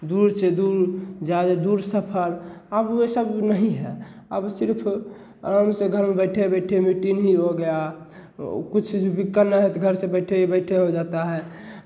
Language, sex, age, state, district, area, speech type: Hindi, male, 18-30, Bihar, Begusarai, rural, spontaneous